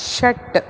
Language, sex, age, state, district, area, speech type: Sanskrit, female, 30-45, Karnataka, Dakshina Kannada, urban, read